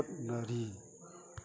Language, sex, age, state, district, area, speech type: Manipuri, male, 60+, Manipur, Chandel, rural, read